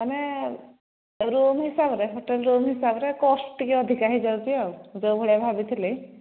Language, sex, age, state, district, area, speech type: Odia, female, 45-60, Odisha, Angul, rural, conversation